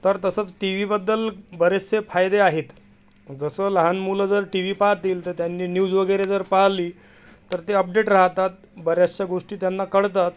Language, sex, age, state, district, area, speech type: Marathi, male, 45-60, Maharashtra, Amravati, urban, spontaneous